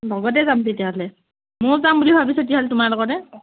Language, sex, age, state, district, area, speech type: Assamese, female, 18-30, Assam, Charaideo, rural, conversation